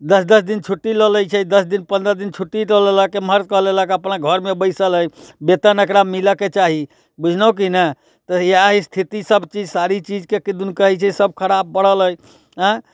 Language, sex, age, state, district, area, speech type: Maithili, male, 60+, Bihar, Muzaffarpur, urban, spontaneous